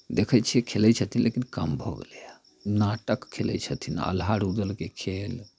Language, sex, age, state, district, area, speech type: Maithili, male, 30-45, Bihar, Muzaffarpur, rural, spontaneous